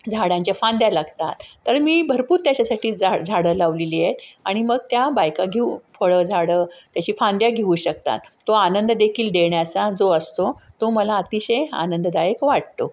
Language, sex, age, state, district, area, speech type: Marathi, female, 45-60, Maharashtra, Sangli, urban, spontaneous